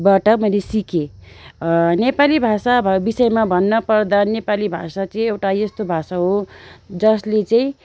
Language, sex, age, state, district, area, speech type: Nepali, female, 45-60, West Bengal, Darjeeling, rural, spontaneous